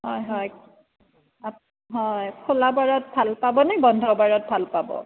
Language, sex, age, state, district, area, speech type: Assamese, female, 45-60, Assam, Darrang, rural, conversation